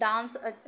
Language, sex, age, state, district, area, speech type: Hindi, female, 30-45, Uttar Pradesh, Mirzapur, rural, spontaneous